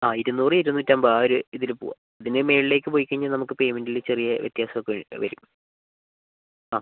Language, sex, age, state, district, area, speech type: Malayalam, male, 18-30, Kerala, Kozhikode, urban, conversation